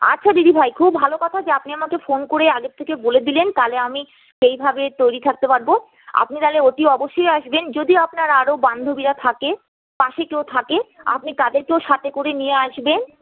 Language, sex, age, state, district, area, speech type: Bengali, female, 30-45, West Bengal, Paschim Bardhaman, rural, conversation